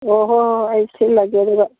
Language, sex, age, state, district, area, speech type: Manipuri, female, 60+, Manipur, Imphal East, rural, conversation